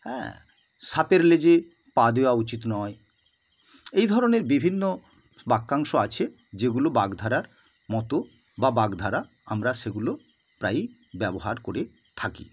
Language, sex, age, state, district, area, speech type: Bengali, male, 60+, West Bengal, South 24 Parganas, rural, spontaneous